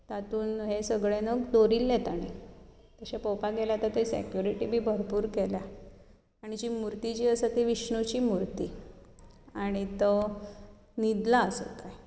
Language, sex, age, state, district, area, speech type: Goan Konkani, female, 45-60, Goa, Bardez, urban, spontaneous